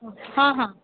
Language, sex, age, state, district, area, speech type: Odia, female, 45-60, Odisha, Sundergarh, rural, conversation